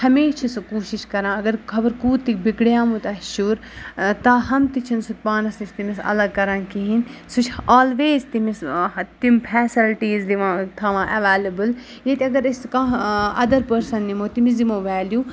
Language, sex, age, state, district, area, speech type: Kashmiri, female, 18-30, Jammu and Kashmir, Ganderbal, rural, spontaneous